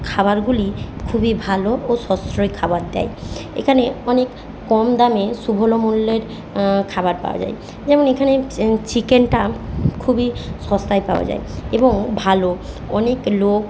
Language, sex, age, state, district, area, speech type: Bengali, female, 45-60, West Bengal, Jhargram, rural, spontaneous